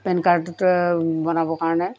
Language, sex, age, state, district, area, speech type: Assamese, female, 45-60, Assam, Golaghat, urban, spontaneous